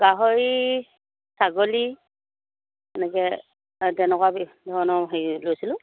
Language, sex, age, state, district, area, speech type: Assamese, female, 45-60, Assam, Dhemaji, urban, conversation